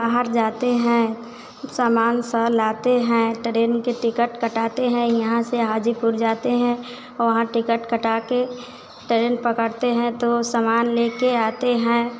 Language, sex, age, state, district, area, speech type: Hindi, female, 45-60, Bihar, Vaishali, urban, spontaneous